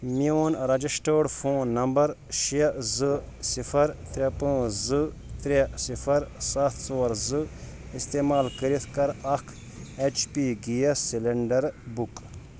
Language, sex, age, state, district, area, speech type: Kashmiri, male, 30-45, Jammu and Kashmir, Shopian, rural, read